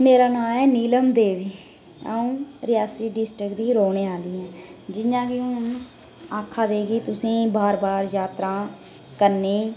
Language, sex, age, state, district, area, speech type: Dogri, female, 30-45, Jammu and Kashmir, Reasi, rural, spontaneous